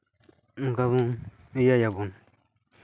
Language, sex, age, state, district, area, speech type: Santali, male, 18-30, West Bengal, Purba Bardhaman, rural, spontaneous